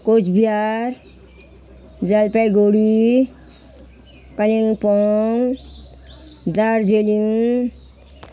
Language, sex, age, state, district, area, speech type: Nepali, female, 60+, West Bengal, Jalpaiguri, rural, spontaneous